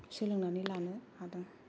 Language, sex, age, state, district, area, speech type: Bodo, female, 30-45, Assam, Kokrajhar, rural, spontaneous